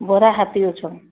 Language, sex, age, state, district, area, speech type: Odia, female, 45-60, Odisha, Sambalpur, rural, conversation